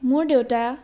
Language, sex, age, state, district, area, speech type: Assamese, female, 18-30, Assam, Charaideo, urban, spontaneous